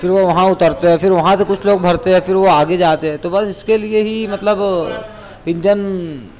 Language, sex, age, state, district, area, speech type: Urdu, male, 18-30, Maharashtra, Nashik, urban, spontaneous